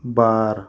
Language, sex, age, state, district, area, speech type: Bodo, male, 30-45, Assam, Kokrajhar, rural, read